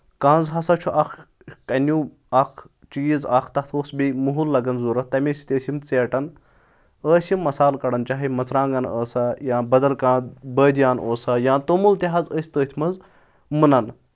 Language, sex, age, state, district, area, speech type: Kashmiri, male, 18-30, Jammu and Kashmir, Anantnag, rural, spontaneous